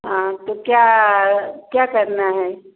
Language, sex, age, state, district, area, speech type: Hindi, female, 45-60, Uttar Pradesh, Bhadohi, rural, conversation